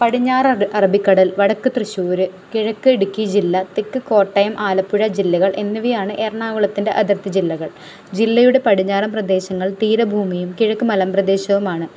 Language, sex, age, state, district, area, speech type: Malayalam, female, 18-30, Kerala, Ernakulam, rural, spontaneous